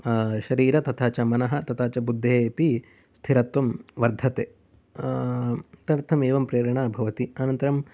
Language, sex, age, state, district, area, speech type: Sanskrit, male, 18-30, Karnataka, Mysore, urban, spontaneous